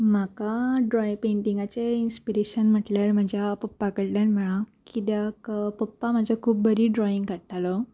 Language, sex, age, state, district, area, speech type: Goan Konkani, female, 18-30, Goa, Ponda, rural, spontaneous